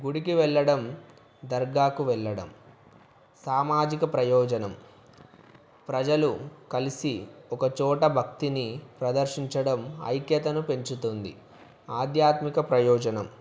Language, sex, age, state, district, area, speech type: Telugu, male, 18-30, Telangana, Wanaparthy, urban, spontaneous